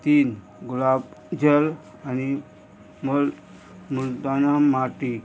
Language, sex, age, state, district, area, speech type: Goan Konkani, male, 45-60, Goa, Murmgao, rural, spontaneous